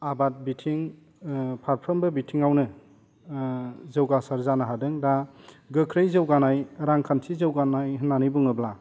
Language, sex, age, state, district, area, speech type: Bodo, male, 30-45, Assam, Udalguri, urban, spontaneous